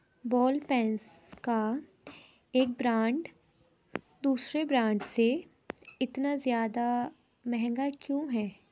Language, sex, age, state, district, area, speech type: Urdu, female, 18-30, Uttar Pradesh, Rampur, urban, read